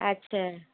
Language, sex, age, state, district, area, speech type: Bengali, female, 60+, West Bengal, Dakshin Dinajpur, rural, conversation